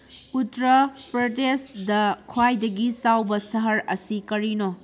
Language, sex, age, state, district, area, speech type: Manipuri, female, 30-45, Manipur, Kakching, rural, read